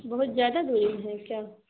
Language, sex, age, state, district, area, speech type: Urdu, female, 45-60, Bihar, Khagaria, rural, conversation